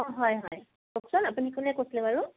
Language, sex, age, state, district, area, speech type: Assamese, female, 45-60, Assam, Sonitpur, urban, conversation